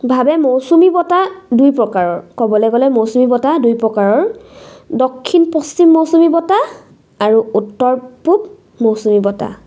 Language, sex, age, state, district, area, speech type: Assamese, female, 18-30, Assam, Sivasagar, urban, spontaneous